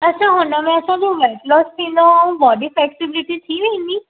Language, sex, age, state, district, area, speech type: Sindhi, female, 18-30, Gujarat, Surat, urban, conversation